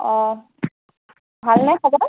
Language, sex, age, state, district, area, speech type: Assamese, female, 18-30, Assam, Dibrugarh, rural, conversation